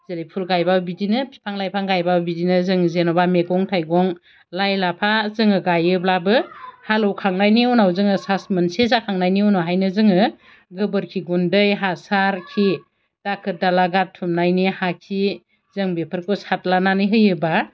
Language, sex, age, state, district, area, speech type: Bodo, female, 45-60, Assam, Chirang, rural, spontaneous